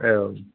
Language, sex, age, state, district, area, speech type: Sanskrit, male, 30-45, Kerala, Ernakulam, rural, conversation